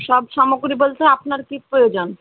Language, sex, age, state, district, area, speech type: Bengali, female, 30-45, West Bengal, Murshidabad, rural, conversation